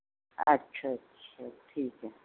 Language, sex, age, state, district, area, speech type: Urdu, female, 60+, Delhi, Central Delhi, urban, conversation